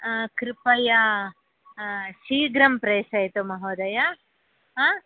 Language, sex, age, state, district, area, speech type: Sanskrit, female, 60+, Karnataka, Bangalore Urban, urban, conversation